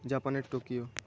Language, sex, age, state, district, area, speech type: Bengali, male, 18-30, West Bengal, Paschim Medinipur, rural, spontaneous